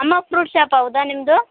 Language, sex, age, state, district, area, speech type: Kannada, female, 18-30, Karnataka, Bellary, urban, conversation